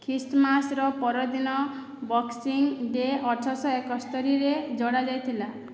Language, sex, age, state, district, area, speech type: Odia, female, 30-45, Odisha, Boudh, rural, read